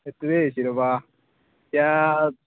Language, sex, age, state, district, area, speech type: Assamese, male, 18-30, Assam, Nalbari, rural, conversation